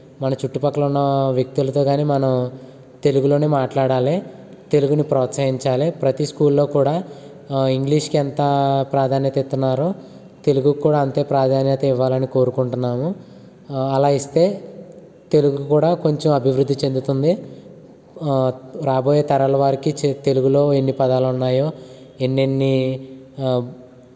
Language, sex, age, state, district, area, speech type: Telugu, male, 18-30, Andhra Pradesh, Eluru, rural, spontaneous